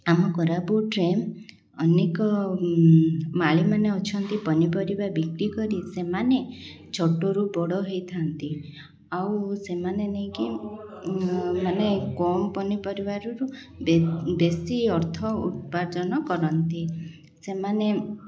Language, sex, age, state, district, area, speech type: Odia, female, 30-45, Odisha, Koraput, urban, spontaneous